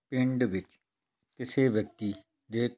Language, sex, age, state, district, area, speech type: Punjabi, male, 45-60, Punjab, Tarn Taran, rural, spontaneous